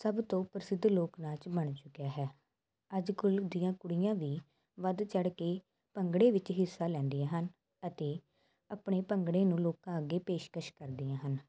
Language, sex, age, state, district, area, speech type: Punjabi, female, 18-30, Punjab, Muktsar, rural, spontaneous